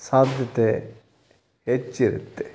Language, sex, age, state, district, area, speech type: Kannada, male, 60+, Karnataka, Chitradurga, rural, spontaneous